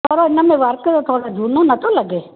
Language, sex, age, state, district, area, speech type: Sindhi, female, 45-60, Maharashtra, Thane, rural, conversation